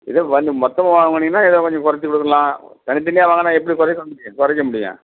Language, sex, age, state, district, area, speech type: Tamil, male, 60+, Tamil Nadu, Perambalur, rural, conversation